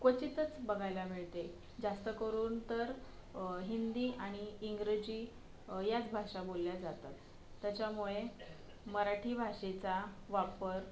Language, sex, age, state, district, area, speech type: Marathi, female, 18-30, Maharashtra, Solapur, urban, spontaneous